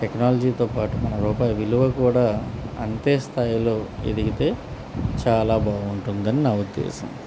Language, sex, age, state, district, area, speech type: Telugu, male, 30-45, Andhra Pradesh, Anakapalli, rural, spontaneous